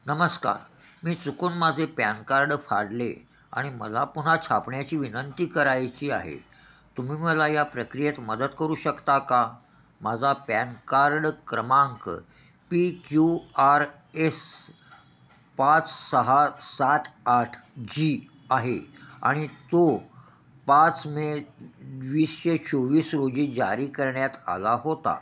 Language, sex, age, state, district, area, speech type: Marathi, male, 60+, Maharashtra, Kolhapur, urban, read